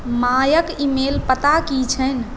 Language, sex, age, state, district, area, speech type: Maithili, female, 18-30, Bihar, Saharsa, rural, read